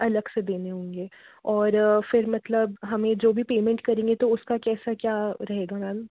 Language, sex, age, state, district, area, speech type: Hindi, female, 30-45, Madhya Pradesh, Jabalpur, urban, conversation